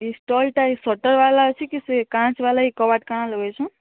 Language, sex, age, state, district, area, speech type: Odia, female, 18-30, Odisha, Subarnapur, urban, conversation